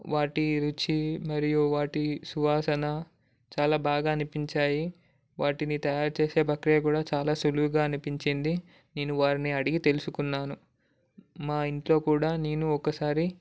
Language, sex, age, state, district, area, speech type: Telugu, male, 18-30, Telangana, Ranga Reddy, urban, spontaneous